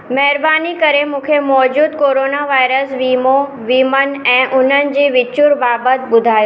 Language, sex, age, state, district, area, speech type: Sindhi, female, 30-45, Maharashtra, Mumbai Suburban, urban, read